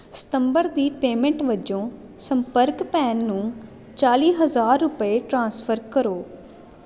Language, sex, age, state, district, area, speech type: Punjabi, female, 18-30, Punjab, Jalandhar, urban, read